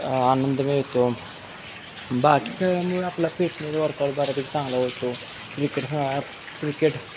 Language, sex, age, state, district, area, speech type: Marathi, male, 18-30, Maharashtra, Sangli, rural, spontaneous